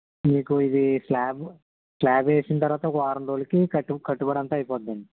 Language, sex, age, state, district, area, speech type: Telugu, male, 18-30, Andhra Pradesh, N T Rama Rao, urban, conversation